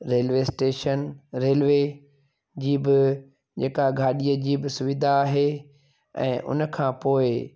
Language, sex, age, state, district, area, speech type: Sindhi, male, 45-60, Gujarat, Junagadh, rural, spontaneous